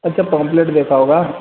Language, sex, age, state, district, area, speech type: Hindi, male, 18-30, Madhya Pradesh, Harda, urban, conversation